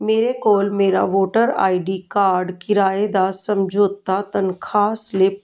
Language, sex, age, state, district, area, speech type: Punjabi, female, 45-60, Punjab, Jalandhar, urban, read